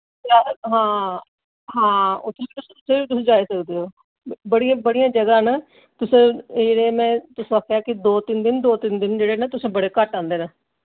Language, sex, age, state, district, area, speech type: Dogri, female, 60+, Jammu and Kashmir, Jammu, urban, conversation